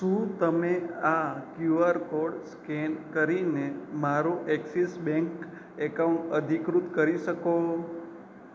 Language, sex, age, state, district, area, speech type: Gujarati, male, 18-30, Gujarat, Anand, rural, read